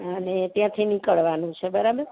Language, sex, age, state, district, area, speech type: Gujarati, female, 45-60, Gujarat, Amreli, urban, conversation